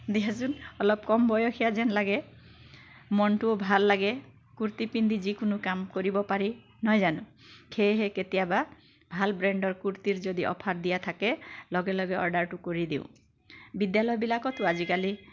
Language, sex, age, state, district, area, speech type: Assamese, female, 45-60, Assam, Biswanath, rural, spontaneous